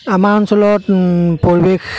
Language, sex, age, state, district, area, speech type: Assamese, male, 30-45, Assam, Charaideo, rural, spontaneous